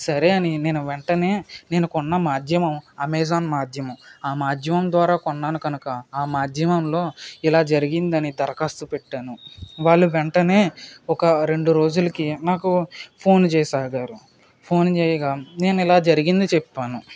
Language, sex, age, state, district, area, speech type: Telugu, male, 18-30, Andhra Pradesh, Eluru, rural, spontaneous